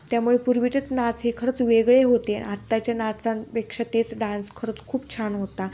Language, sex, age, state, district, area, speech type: Marathi, female, 18-30, Maharashtra, Ahmednagar, rural, spontaneous